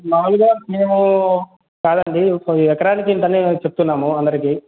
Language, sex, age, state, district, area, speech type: Telugu, male, 18-30, Andhra Pradesh, Annamaya, rural, conversation